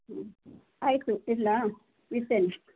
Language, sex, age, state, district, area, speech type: Kannada, female, 60+, Karnataka, Udupi, rural, conversation